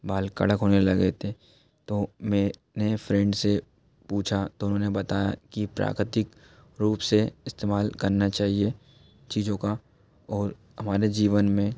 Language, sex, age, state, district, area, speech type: Hindi, male, 18-30, Madhya Pradesh, Bhopal, urban, spontaneous